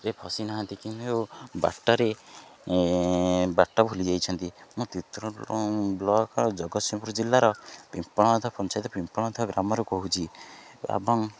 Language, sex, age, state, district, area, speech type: Odia, male, 18-30, Odisha, Jagatsinghpur, rural, spontaneous